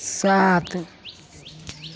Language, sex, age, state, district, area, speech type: Hindi, female, 60+, Bihar, Begusarai, urban, read